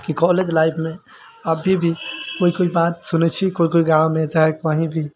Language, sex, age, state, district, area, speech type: Maithili, male, 18-30, Bihar, Sitamarhi, rural, spontaneous